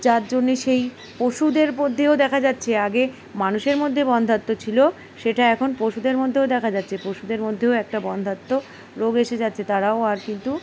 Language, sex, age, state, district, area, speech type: Bengali, female, 45-60, West Bengal, Uttar Dinajpur, urban, spontaneous